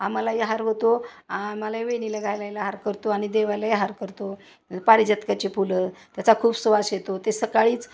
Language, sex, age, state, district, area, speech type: Marathi, female, 60+, Maharashtra, Osmanabad, rural, spontaneous